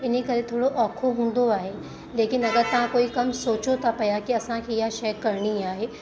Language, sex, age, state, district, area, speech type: Sindhi, female, 30-45, Uttar Pradesh, Lucknow, urban, spontaneous